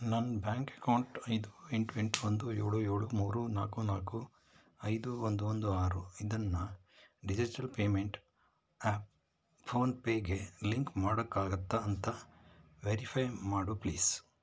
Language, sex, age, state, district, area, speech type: Kannada, male, 45-60, Karnataka, Shimoga, rural, read